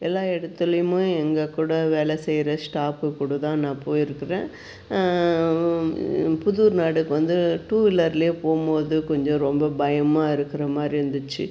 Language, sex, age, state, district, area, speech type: Tamil, female, 45-60, Tamil Nadu, Tirupattur, rural, spontaneous